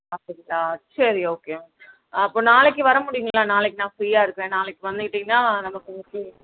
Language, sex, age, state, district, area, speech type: Tamil, female, 30-45, Tamil Nadu, Tiruvallur, rural, conversation